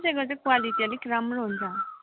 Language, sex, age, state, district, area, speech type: Nepali, female, 18-30, West Bengal, Kalimpong, rural, conversation